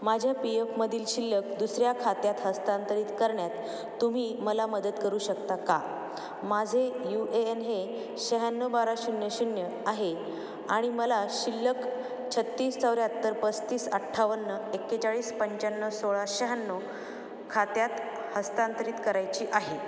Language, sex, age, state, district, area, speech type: Marathi, female, 30-45, Maharashtra, Ahmednagar, rural, read